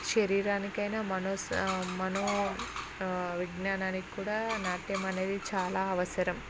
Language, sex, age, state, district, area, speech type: Telugu, female, 18-30, Andhra Pradesh, Visakhapatnam, urban, spontaneous